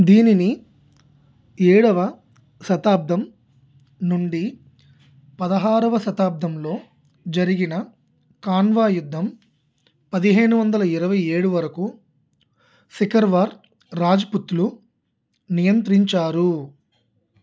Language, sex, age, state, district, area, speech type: Telugu, male, 30-45, Andhra Pradesh, Konaseema, rural, read